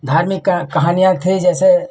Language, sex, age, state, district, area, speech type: Hindi, male, 60+, Uttar Pradesh, Lucknow, rural, spontaneous